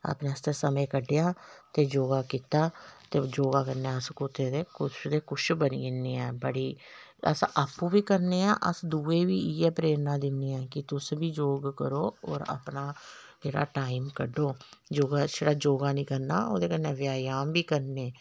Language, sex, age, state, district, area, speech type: Dogri, female, 45-60, Jammu and Kashmir, Samba, rural, spontaneous